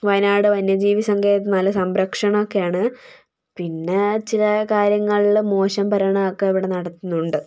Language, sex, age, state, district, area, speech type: Malayalam, female, 18-30, Kerala, Wayanad, rural, spontaneous